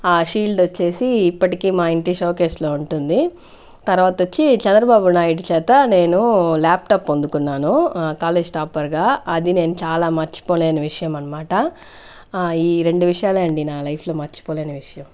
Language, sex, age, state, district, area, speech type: Telugu, female, 60+, Andhra Pradesh, Chittoor, rural, spontaneous